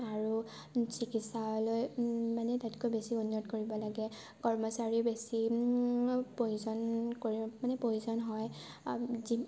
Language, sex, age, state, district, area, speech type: Assamese, female, 18-30, Assam, Sivasagar, urban, spontaneous